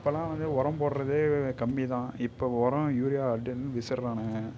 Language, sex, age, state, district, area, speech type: Tamil, male, 18-30, Tamil Nadu, Kallakurichi, urban, spontaneous